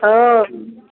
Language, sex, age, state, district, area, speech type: Maithili, female, 60+, Bihar, Darbhanga, urban, conversation